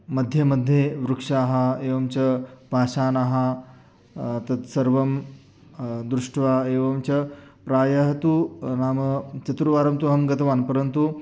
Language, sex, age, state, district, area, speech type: Sanskrit, male, 30-45, Maharashtra, Sangli, urban, spontaneous